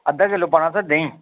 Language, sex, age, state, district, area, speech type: Dogri, male, 45-60, Jammu and Kashmir, Udhampur, urban, conversation